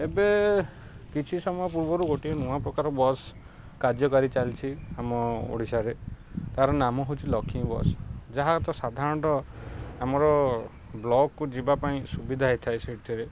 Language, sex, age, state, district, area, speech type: Odia, male, 30-45, Odisha, Ganjam, urban, spontaneous